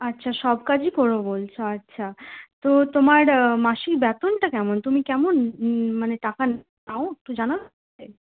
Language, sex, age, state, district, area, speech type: Bengali, female, 18-30, West Bengal, Purulia, rural, conversation